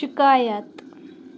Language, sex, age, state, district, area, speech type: Kashmiri, female, 18-30, Jammu and Kashmir, Baramulla, rural, read